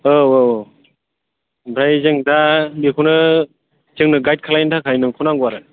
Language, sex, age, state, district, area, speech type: Bodo, male, 18-30, Assam, Chirang, rural, conversation